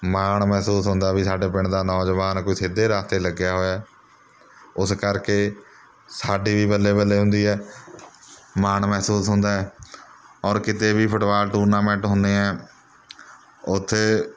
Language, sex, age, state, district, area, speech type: Punjabi, male, 30-45, Punjab, Mohali, rural, spontaneous